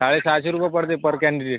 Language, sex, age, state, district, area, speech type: Marathi, male, 18-30, Maharashtra, Washim, rural, conversation